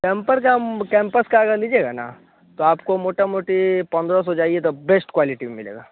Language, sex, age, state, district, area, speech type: Hindi, male, 18-30, Bihar, Vaishali, rural, conversation